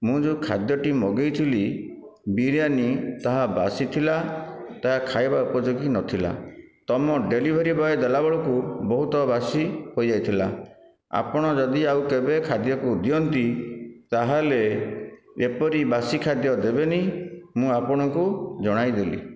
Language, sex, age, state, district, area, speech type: Odia, male, 60+, Odisha, Khordha, rural, spontaneous